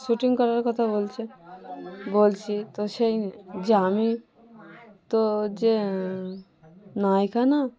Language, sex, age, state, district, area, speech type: Bengali, female, 18-30, West Bengal, Cooch Behar, urban, spontaneous